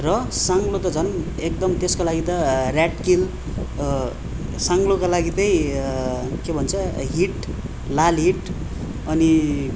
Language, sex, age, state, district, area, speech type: Nepali, male, 18-30, West Bengal, Darjeeling, rural, spontaneous